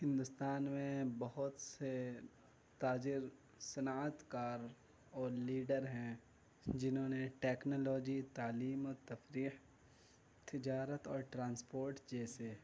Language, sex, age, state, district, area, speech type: Urdu, male, 18-30, Uttar Pradesh, Gautam Buddha Nagar, urban, spontaneous